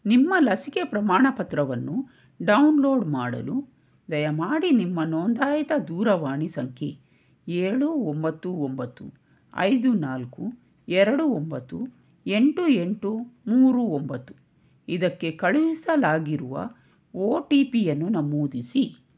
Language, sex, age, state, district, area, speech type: Kannada, female, 45-60, Karnataka, Tumkur, urban, read